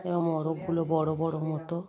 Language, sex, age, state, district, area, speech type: Bengali, female, 30-45, West Bengal, Darjeeling, rural, spontaneous